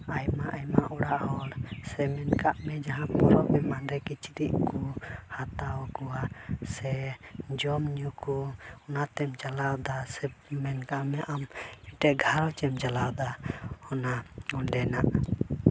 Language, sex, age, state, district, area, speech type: Santali, male, 18-30, Jharkhand, Pakur, rural, spontaneous